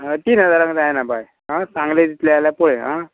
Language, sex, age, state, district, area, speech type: Goan Konkani, male, 45-60, Goa, Murmgao, rural, conversation